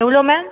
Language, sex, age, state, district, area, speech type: Tamil, female, 18-30, Tamil Nadu, Cuddalore, rural, conversation